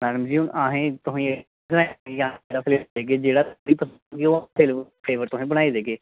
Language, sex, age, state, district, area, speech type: Dogri, male, 18-30, Jammu and Kashmir, Jammu, urban, conversation